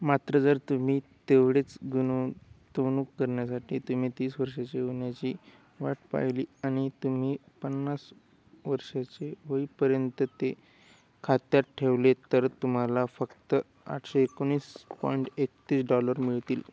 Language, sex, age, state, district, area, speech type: Marathi, male, 18-30, Maharashtra, Hingoli, urban, read